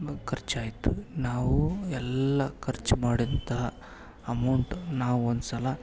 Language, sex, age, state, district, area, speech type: Kannada, male, 18-30, Karnataka, Gadag, rural, spontaneous